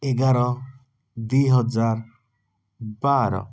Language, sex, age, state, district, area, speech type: Odia, male, 18-30, Odisha, Puri, urban, spontaneous